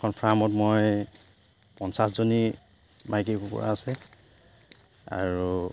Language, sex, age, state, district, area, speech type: Assamese, male, 30-45, Assam, Charaideo, rural, spontaneous